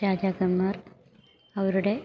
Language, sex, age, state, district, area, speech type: Malayalam, female, 60+, Kerala, Idukki, rural, spontaneous